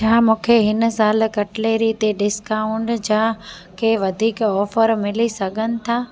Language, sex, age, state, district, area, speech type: Sindhi, female, 30-45, Gujarat, Junagadh, urban, read